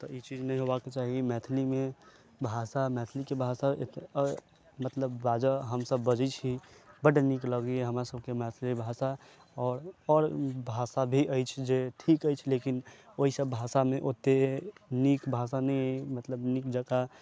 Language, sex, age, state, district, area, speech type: Maithili, male, 30-45, Bihar, Sitamarhi, rural, spontaneous